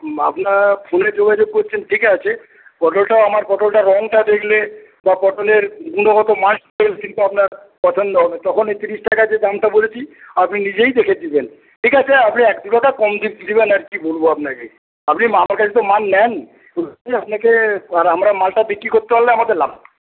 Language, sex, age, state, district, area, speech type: Bengali, male, 60+, West Bengal, Paschim Medinipur, rural, conversation